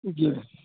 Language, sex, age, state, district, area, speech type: Odia, male, 45-60, Odisha, Cuttack, urban, conversation